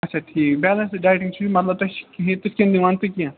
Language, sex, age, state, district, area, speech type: Kashmiri, male, 30-45, Jammu and Kashmir, Srinagar, urban, conversation